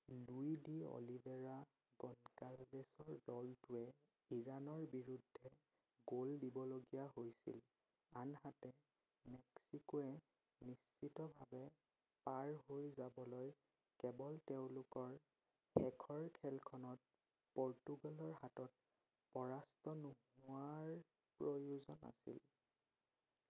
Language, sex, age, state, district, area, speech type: Assamese, male, 18-30, Assam, Udalguri, rural, read